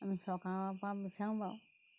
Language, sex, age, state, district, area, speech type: Assamese, female, 60+, Assam, Golaghat, rural, spontaneous